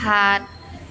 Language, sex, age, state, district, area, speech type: Assamese, female, 45-60, Assam, Dibrugarh, rural, read